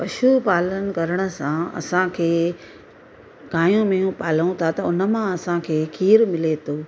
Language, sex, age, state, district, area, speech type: Sindhi, female, 45-60, Gujarat, Surat, urban, spontaneous